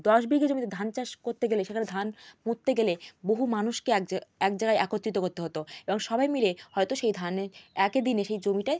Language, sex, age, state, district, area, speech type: Bengali, female, 18-30, West Bengal, Jalpaiguri, rural, spontaneous